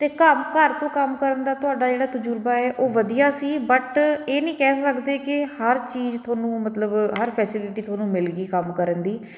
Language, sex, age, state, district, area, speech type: Punjabi, female, 30-45, Punjab, Fatehgarh Sahib, urban, spontaneous